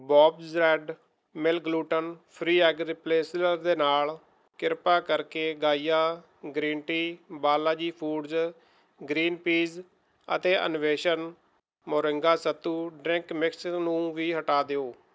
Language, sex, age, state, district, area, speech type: Punjabi, male, 30-45, Punjab, Mohali, rural, read